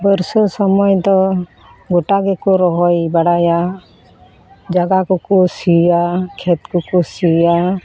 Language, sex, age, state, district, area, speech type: Santali, female, 45-60, West Bengal, Malda, rural, spontaneous